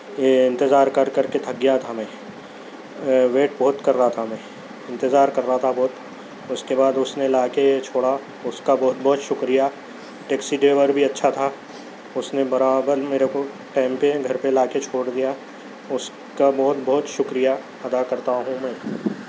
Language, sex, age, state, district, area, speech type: Urdu, male, 30-45, Telangana, Hyderabad, urban, spontaneous